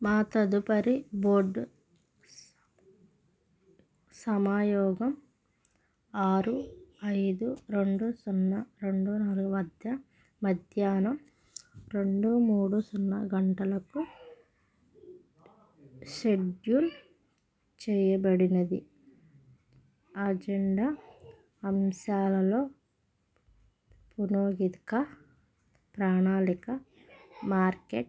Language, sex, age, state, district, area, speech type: Telugu, female, 30-45, Andhra Pradesh, Krishna, rural, read